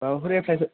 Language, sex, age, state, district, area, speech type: Bodo, male, 18-30, Assam, Baksa, rural, conversation